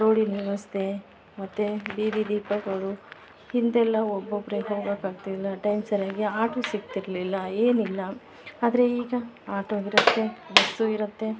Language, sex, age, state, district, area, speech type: Kannada, female, 30-45, Karnataka, Vijayanagara, rural, spontaneous